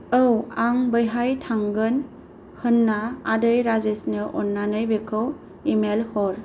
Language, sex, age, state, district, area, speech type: Bodo, female, 30-45, Assam, Kokrajhar, rural, read